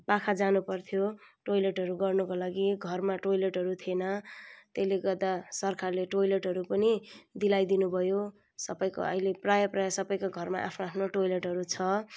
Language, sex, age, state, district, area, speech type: Nepali, female, 30-45, West Bengal, Kalimpong, rural, spontaneous